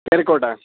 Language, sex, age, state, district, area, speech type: Malayalam, male, 45-60, Kerala, Malappuram, rural, conversation